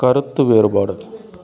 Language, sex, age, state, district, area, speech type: Tamil, male, 30-45, Tamil Nadu, Dharmapuri, urban, read